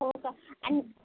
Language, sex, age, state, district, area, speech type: Marathi, female, 45-60, Maharashtra, Akola, rural, conversation